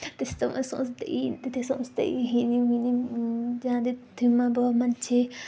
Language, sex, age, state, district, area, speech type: Nepali, female, 18-30, West Bengal, Darjeeling, rural, spontaneous